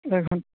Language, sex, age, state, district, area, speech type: Assamese, male, 30-45, Assam, Sonitpur, urban, conversation